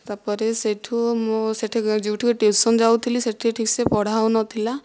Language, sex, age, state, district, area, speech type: Odia, female, 45-60, Odisha, Kandhamal, rural, spontaneous